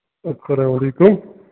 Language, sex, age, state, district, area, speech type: Kashmiri, male, 30-45, Jammu and Kashmir, Bandipora, rural, conversation